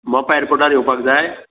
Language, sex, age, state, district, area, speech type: Goan Konkani, male, 60+, Goa, Bardez, rural, conversation